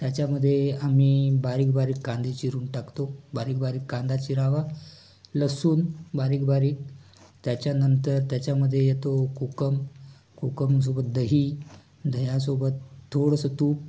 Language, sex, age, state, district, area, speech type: Marathi, male, 18-30, Maharashtra, Raigad, urban, spontaneous